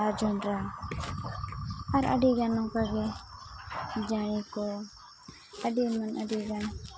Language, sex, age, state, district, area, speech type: Santali, female, 18-30, Jharkhand, Seraikela Kharsawan, rural, spontaneous